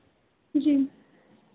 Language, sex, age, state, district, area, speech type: Hindi, female, 30-45, Uttar Pradesh, Lucknow, rural, conversation